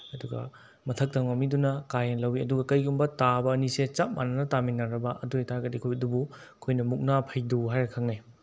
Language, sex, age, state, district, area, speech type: Manipuri, male, 18-30, Manipur, Bishnupur, rural, spontaneous